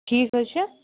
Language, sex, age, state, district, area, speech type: Kashmiri, male, 18-30, Jammu and Kashmir, Kupwara, rural, conversation